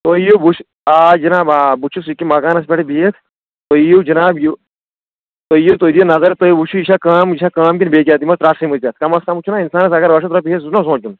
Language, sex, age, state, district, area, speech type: Kashmiri, male, 30-45, Jammu and Kashmir, Kulgam, urban, conversation